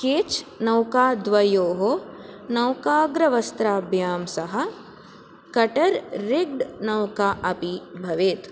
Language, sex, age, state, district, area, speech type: Sanskrit, female, 18-30, Karnataka, Udupi, urban, read